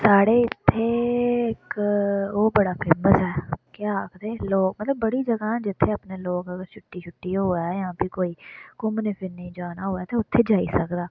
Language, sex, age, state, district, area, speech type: Dogri, female, 18-30, Jammu and Kashmir, Udhampur, rural, spontaneous